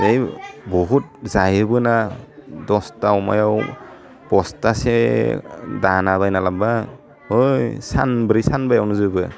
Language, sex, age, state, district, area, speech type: Bodo, male, 30-45, Assam, Udalguri, rural, spontaneous